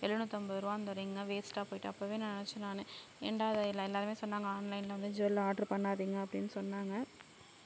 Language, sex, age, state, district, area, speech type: Tamil, female, 60+, Tamil Nadu, Sivaganga, rural, spontaneous